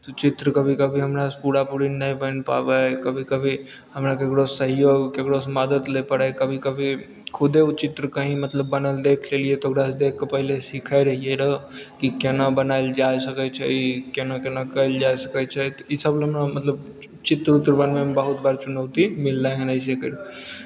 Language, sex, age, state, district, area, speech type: Maithili, male, 18-30, Bihar, Begusarai, rural, spontaneous